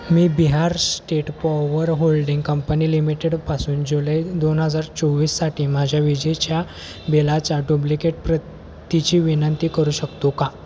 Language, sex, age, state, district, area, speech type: Marathi, male, 18-30, Maharashtra, Kolhapur, urban, read